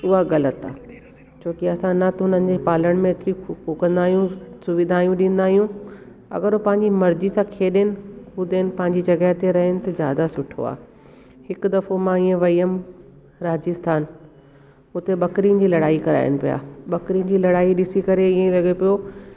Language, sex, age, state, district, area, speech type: Sindhi, female, 45-60, Delhi, South Delhi, urban, spontaneous